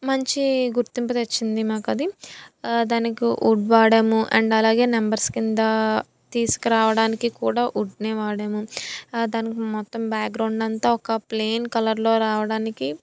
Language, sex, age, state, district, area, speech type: Telugu, female, 18-30, Andhra Pradesh, Anakapalli, rural, spontaneous